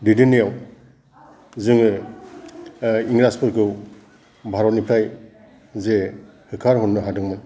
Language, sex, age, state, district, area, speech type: Bodo, male, 60+, Assam, Kokrajhar, rural, spontaneous